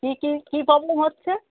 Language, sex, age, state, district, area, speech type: Bengali, male, 30-45, West Bengal, Birbhum, urban, conversation